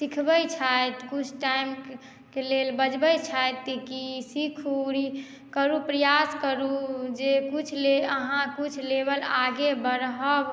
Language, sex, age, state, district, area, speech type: Maithili, female, 18-30, Bihar, Madhubani, rural, spontaneous